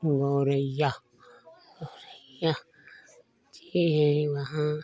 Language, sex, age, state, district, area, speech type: Hindi, male, 45-60, Uttar Pradesh, Lucknow, rural, spontaneous